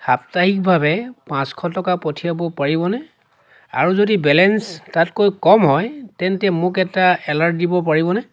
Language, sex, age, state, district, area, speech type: Assamese, male, 45-60, Assam, Lakhimpur, rural, read